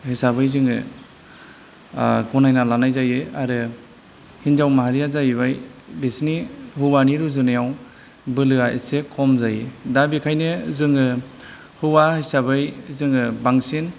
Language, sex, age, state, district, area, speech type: Bodo, male, 45-60, Assam, Kokrajhar, rural, spontaneous